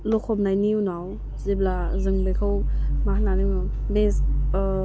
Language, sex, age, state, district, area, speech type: Bodo, female, 18-30, Assam, Udalguri, urban, spontaneous